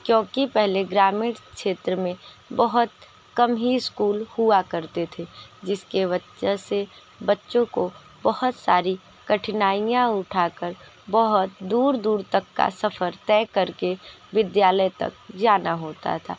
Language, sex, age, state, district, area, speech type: Hindi, female, 30-45, Uttar Pradesh, Sonbhadra, rural, spontaneous